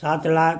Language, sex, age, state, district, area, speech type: Odia, male, 60+, Odisha, Balangir, urban, spontaneous